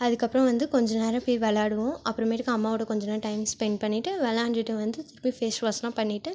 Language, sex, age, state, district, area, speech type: Tamil, female, 18-30, Tamil Nadu, Ariyalur, rural, spontaneous